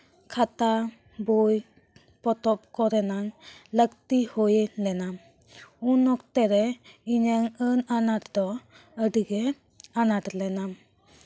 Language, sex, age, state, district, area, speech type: Santali, female, 18-30, West Bengal, Bankura, rural, spontaneous